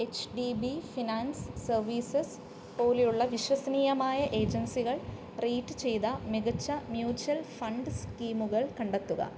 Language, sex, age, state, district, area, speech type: Malayalam, female, 18-30, Kerala, Alappuzha, rural, read